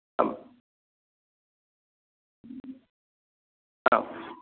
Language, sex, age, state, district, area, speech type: Sanskrit, male, 30-45, Karnataka, Uttara Kannada, rural, conversation